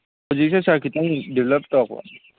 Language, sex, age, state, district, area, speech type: Manipuri, male, 18-30, Manipur, Kangpokpi, urban, conversation